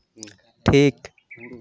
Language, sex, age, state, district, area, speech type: Santali, male, 18-30, Jharkhand, East Singhbhum, rural, read